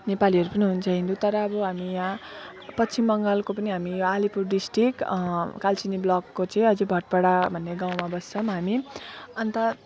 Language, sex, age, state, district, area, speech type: Nepali, female, 30-45, West Bengal, Alipurduar, urban, spontaneous